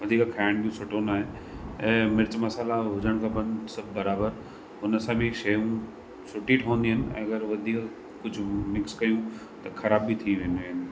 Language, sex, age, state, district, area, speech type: Sindhi, male, 30-45, Maharashtra, Thane, urban, spontaneous